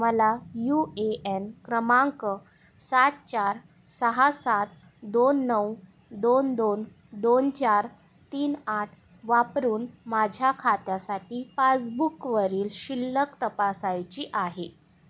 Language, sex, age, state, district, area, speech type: Marathi, female, 18-30, Maharashtra, Nagpur, urban, read